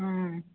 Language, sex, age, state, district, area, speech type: Maithili, female, 45-60, Bihar, Madhepura, rural, conversation